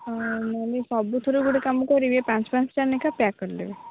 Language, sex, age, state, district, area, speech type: Odia, female, 18-30, Odisha, Jagatsinghpur, rural, conversation